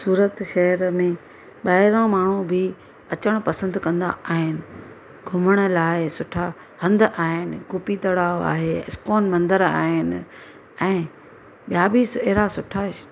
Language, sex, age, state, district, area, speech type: Sindhi, female, 45-60, Gujarat, Surat, urban, spontaneous